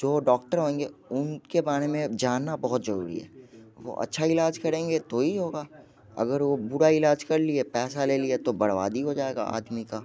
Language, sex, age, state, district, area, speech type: Hindi, male, 18-30, Bihar, Muzaffarpur, rural, spontaneous